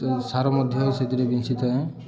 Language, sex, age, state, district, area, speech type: Odia, male, 18-30, Odisha, Balangir, urban, spontaneous